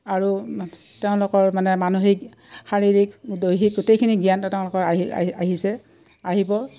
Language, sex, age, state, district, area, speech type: Assamese, female, 60+, Assam, Udalguri, rural, spontaneous